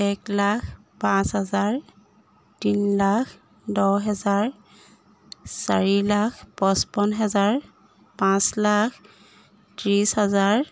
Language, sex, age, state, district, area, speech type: Assamese, female, 30-45, Assam, Jorhat, urban, spontaneous